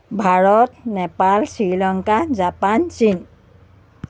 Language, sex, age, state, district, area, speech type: Assamese, female, 45-60, Assam, Biswanath, rural, spontaneous